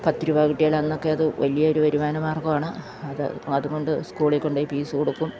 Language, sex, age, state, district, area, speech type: Malayalam, female, 60+, Kerala, Idukki, rural, spontaneous